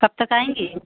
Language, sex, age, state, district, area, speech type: Hindi, female, 45-60, Uttar Pradesh, Ghazipur, rural, conversation